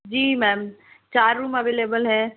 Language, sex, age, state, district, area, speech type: Hindi, female, 45-60, Madhya Pradesh, Balaghat, rural, conversation